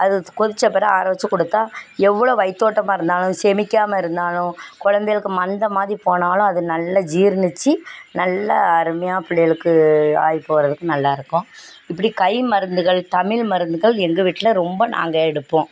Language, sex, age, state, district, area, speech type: Tamil, female, 60+, Tamil Nadu, Thoothukudi, rural, spontaneous